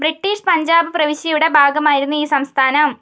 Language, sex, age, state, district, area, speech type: Malayalam, female, 45-60, Kerala, Kozhikode, urban, read